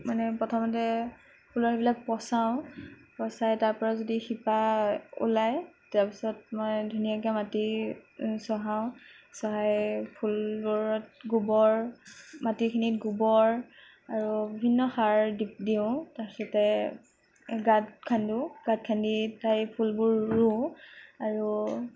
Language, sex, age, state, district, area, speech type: Assamese, female, 18-30, Assam, Nagaon, rural, spontaneous